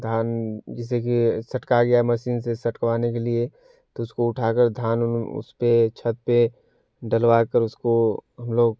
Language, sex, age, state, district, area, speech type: Hindi, male, 18-30, Uttar Pradesh, Varanasi, rural, spontaneous